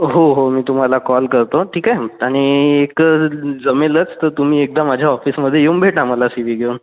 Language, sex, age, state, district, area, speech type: Marathi, male, 45-60, Maharashtra, Nagpur, rural, conversation